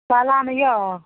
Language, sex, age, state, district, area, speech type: Maithili, female, 18-30, Bihar, Madhepura, urban, conversation